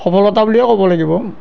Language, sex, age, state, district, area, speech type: Assamese, male, 45-60, Assam, Nalbari, rural, spontaneous